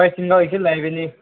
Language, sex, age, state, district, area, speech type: Manipuri, male, 18-30, Manipur, Senapati, rural, conversation